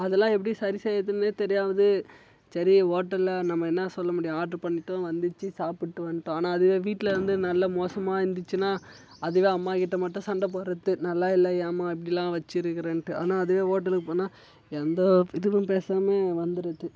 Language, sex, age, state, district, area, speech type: Tamil, male, 18-30, Tamil Nadu, Tiruvannamalai, rural, spontaneous